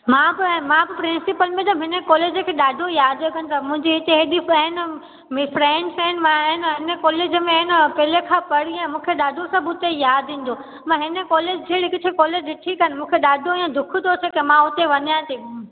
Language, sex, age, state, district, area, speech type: Sindhi, female, 18-30, Gujarat, Junagadh, urban, conversation